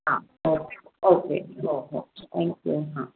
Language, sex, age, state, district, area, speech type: Marathi, female, 45-60, Maharashtra, Pune, urban, conversation